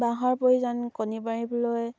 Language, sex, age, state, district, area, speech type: Assamese, female, 18-30, Assam, Sivasagar, rural, spontaneous